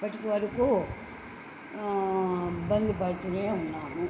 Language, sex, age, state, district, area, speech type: Telugu, female, 60+, Andhra Pradesh, Nellore, urban, spontaneous